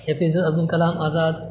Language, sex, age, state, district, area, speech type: Urdu, male, 30-45, Bihar, Supaul, rural, spontaneous